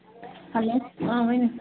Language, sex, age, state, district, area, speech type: Kashmiri, female, 30-45, Jammu and Kashmir, Bandipora, rural, conversation